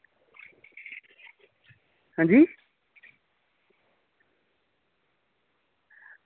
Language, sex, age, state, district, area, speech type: Dogri, male, 18-30, Jammu and Kashmir, Samba, rural, conversation